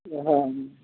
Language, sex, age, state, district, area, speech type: Maithili, male, 18-30, Bihar, Madhepura, rural, conversation